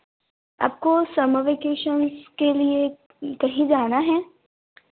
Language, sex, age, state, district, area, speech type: Hindi, female, 18-30, Madhya Pradesh, Ujjain, urban, conversation